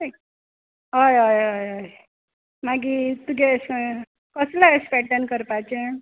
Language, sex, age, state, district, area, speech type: Goan Konkani, female, 30-45, Goa, Quepem, rural, conversation